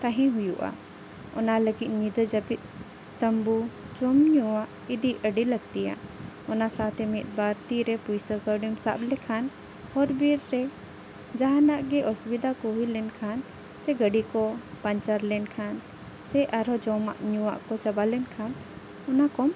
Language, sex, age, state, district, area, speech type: Santali, female, 18-30, Jharkhand, Seraikela Kharsawan, rural, spontaneous